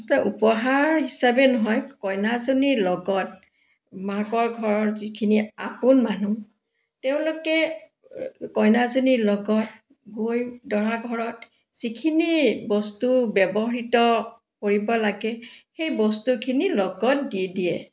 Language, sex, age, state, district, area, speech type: Assamese, female, 60+, Assam, Dibrugarh, urban, spontaneous